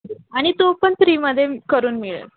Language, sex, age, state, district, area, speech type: Marathi, female, 18-30, Maharashtra, Wardha, rural, conversation